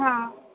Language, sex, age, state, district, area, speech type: Gujarati, female, 18-30, Gujarat, Valsad, rural, conversation